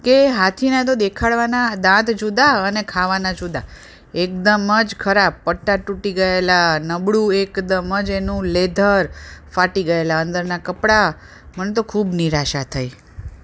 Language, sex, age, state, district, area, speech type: Gujarati, female, 45-60, Gujarat, Ahmedabad, urban, spontaneous